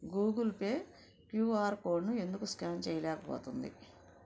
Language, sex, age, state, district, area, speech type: Telugu, female, 45-60, Andhra Pradesh, Nellore, rural, read